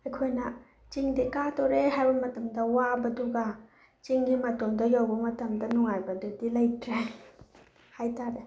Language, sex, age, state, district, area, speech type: Manipuri, female, 18-30, Manipur, Bishnupur, rural, spontaneous